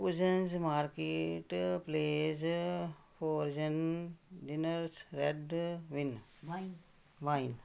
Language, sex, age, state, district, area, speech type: Punjabi, female, 45-60, Punjab, Jalandhar, urban, spontaneous